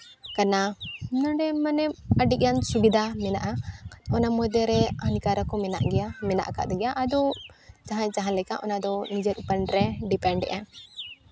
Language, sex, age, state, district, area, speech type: Santali, female, 18-30, Jharkhand, Seraikela Kharsawan, rural, spontaneous